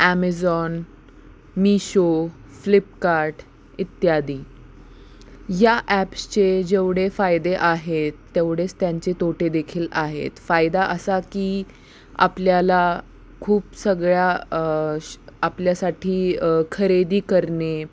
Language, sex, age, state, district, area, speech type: Marathi, female, 18-30, Maharashtra, Osmanabad, rural, spontaneous